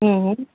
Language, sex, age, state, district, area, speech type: Odia, female, 45-60, Odisha, Sundergarh, rural, conversation